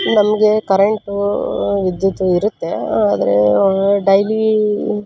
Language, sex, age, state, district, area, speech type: Kannada, female, 30-45, Karnataka, Koppal, rural, spontaneous